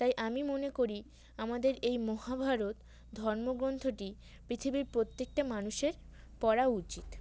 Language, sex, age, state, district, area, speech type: Bengali, female, 18-30, West Bengal, North 24 Parganas, urban, spontaneous